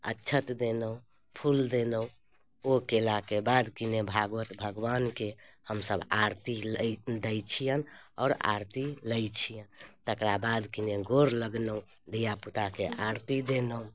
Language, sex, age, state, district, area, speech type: Maithili, female, 30-45, Bihar, Muzaffarpur, urban, spontaneous